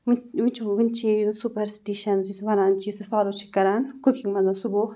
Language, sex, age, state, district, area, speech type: Kashmiri, female, 18-30, Jammu and Kashmir, Ganderbal, rural, spontaneous